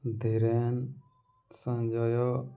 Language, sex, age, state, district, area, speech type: Odia, male, 30-45, Odisha, Nuapada, urban, spontaneous